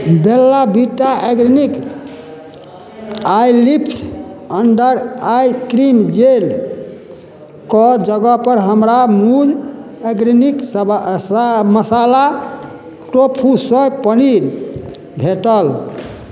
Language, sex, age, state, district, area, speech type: Maithili, male, 60+, Bihar, Madhubani, rural, read